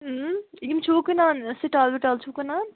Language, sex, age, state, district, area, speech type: Kashmiri, female, 30-45, Jammu and Kashmir, Anantnag, rural, conversation